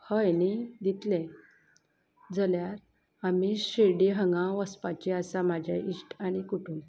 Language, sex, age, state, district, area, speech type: Goan Konkani, female, 30-45, Goa, Canacona, rural, spontaneous